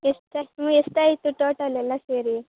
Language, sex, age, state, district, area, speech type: Kannada, female, 18-30, Karnataka, Chikkaballapur, rural, conversation